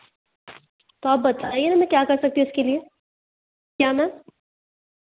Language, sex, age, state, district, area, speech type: Hindi, female, 18-30, Madhya Pradesh, Betul, urban, conversation